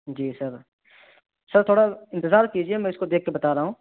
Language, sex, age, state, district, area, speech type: Urdu, male, 18-30, Uttar Pradesh, Saharanpur, urban, conversation